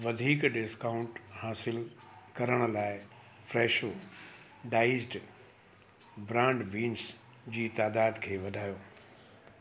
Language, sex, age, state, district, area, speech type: Sindhi, male, 60+, Uttar Pradesh, Lucknow, urban, read